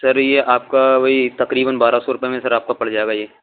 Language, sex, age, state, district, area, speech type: Urdu, male, 18-30, Delhi, East Delhi, urban, conversation